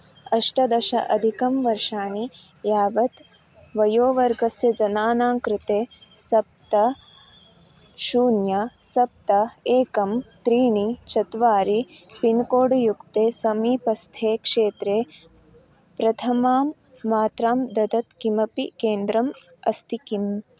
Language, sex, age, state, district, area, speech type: Sanskrit, female, 18-30, Karnataka, Uttara Kannada, rural, read